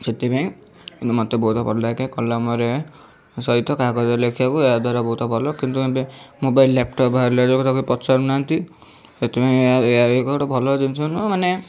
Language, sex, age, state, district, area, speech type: Odia, male, 18-30, Odisha, Bhadrak, rural, spontaneous